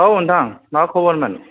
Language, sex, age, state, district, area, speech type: Bodo, male, 45-60, Assam, Kokrajhar, rural, conversation